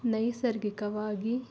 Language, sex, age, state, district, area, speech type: Kannada, female, 60+, Karnataka, Chikkaballapur, rural, spontaneous